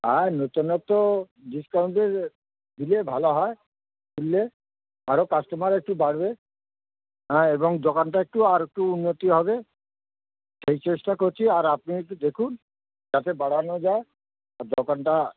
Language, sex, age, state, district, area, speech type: Bengali, male, 45-60, West Bengal, Darjeeling, rural, conversation